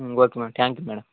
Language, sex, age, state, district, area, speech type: Telugu, male, 30-45, Andhra Pradesh, Srikakulam, urban, conversation